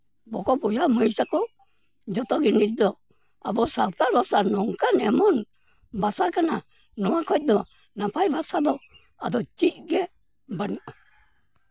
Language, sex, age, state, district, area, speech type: Santali, male, 60+, West Bengal, Purulia, rural, spontaneous